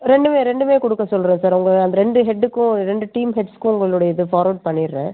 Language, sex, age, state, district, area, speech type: Tamil, female, 18-30, Tamil Nadu, Pudukkottai, rural, conversation